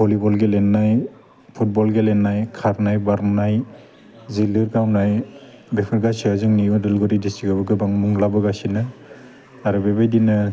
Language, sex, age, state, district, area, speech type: Bodo, male, 18-30, Assam, Udalguri, urban, spontaneous